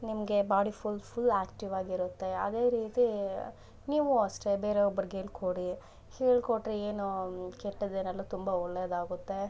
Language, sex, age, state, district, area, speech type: Kannada, female, 18-30, Karnataka, Bangalore Rural, rural, spontaneous